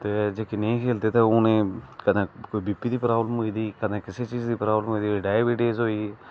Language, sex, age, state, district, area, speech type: Dogri, male, 30-45, Jammu and Kashmir, Udhampur, rural, spontaneous